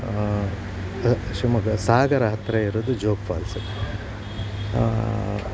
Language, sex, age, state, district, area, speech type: Kannada, male, 45-60, Karnataka, Udupi, rural, spontaneous